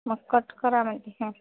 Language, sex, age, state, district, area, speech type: Marathi, female, 30-45, Maharashtra, Washim, rural, conversation